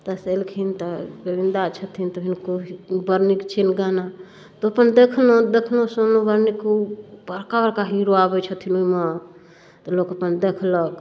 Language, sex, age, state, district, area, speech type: Maithili, female, 30-45, Bihar, Darbhanga, rural, spontaneous